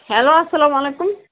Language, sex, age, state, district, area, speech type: Kashmiri, male, 30-45, Jammu and Kashmir, Srinagar, urban, conversation